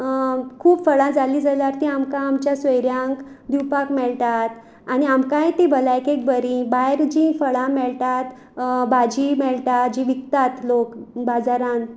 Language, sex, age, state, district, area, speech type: Goan Konkani, female, 30-45, Goa, Quepem, rural, spontaneous